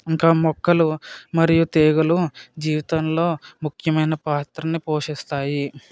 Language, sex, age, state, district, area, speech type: Telugu, male, 30-45, Andhra Pradesh, Kakinada, rural, spontaneous